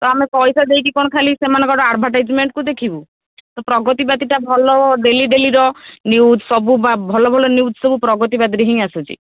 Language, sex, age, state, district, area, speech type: Odia, female, 18-30, Odisha, Kendrapara, urban, conversation